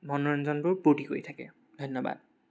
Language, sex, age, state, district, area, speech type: Assamese, male, 18-30, Assam, Charaideo, urban, spontaneous